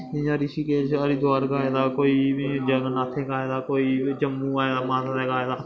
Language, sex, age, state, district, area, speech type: Dogri, male, 18-30, Jammu and Kashmir, Kathua, rural, spontaneous